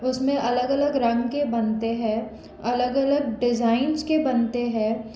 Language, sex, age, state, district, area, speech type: Hindi, female, 18-30, Madhya Pradesh, Jabalpur, urban, spontaneous